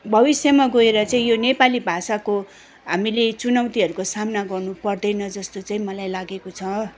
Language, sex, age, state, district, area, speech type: Nepali, female, 45-60, West Bengal, Darjeeling, rural, spontaneous